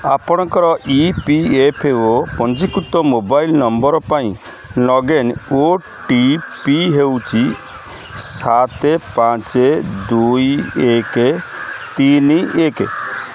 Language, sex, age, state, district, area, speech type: Odia, male, 60+, Odisha, Kendrapara, urban, read